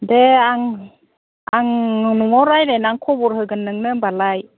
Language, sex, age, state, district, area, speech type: Bodo, female, 45-60, Assam, Udalguri, rural, conversation